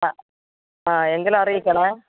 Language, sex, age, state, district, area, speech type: Malayalam, female, 45-60, Kerala, Thiruvananthapuram, urban, conversation